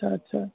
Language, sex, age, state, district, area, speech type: Odia, male, 30-45, Odisha, Sambalpur, rural, conversation